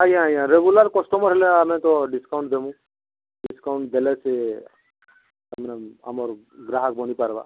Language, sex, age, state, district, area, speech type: Odia, male, 45-60, Odisha, Nuapada, urban, conversation